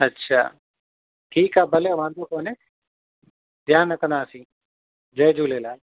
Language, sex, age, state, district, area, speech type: Sindhi, male, 30-45, Gujarat, Surat, urban, conversation